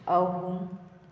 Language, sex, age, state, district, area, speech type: Manipuri, female, 45-60, Manipur, Kakching, rural, read